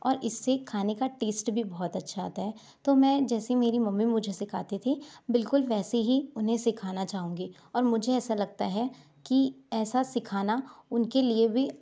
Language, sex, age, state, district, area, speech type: Hindi, male, 30-45, Madhya Pradesh, Balaghat, rural, spontaneous